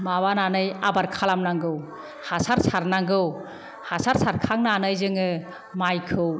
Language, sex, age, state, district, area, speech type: Bodo, female, 45-60, Assam, Kokrajhar, rural, spontaneous